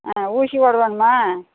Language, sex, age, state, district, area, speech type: Tamil, female, 60+, Tamil Nadu, Namakkal, rural, conversation